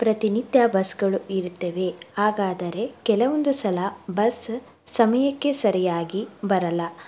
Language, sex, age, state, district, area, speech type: Kannada, female, 18-30, Karnataka, Davanagere, rural, spontaneous